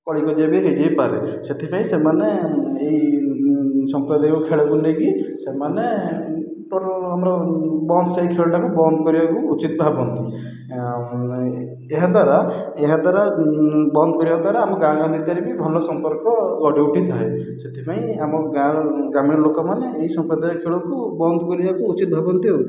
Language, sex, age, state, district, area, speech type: Odia, male, 18-30, Odisha, Khordha, rural, spontaneous